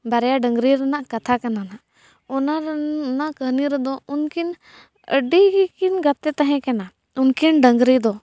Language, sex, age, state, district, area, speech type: Santali, female, 18-30, Jharkhand, East Singhbhum, rural, spontaneous